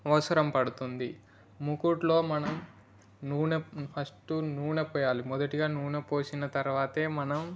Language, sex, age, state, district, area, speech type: Telugu, male, 18-30, Telangana, Sangareddy, urban, spontaneous